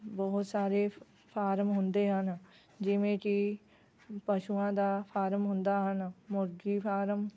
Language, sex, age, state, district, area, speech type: Punjabi, female, 30-45, Punjab, Rupnagar, rural, spontaneous